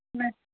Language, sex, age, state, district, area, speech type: Tamil, female, 45-60, Tamil Nadu, Coimbatore, urban, conversation